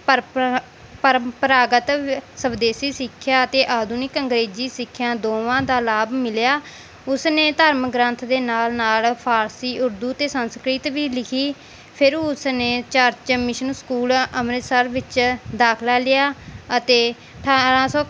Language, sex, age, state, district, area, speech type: Punjabi, female, 18-30, Punjab, Mansa, rural, spontaneous